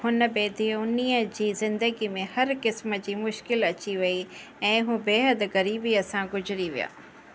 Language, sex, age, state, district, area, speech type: Sindhi, female, 30-45, Maharashtra, Thane, urban, read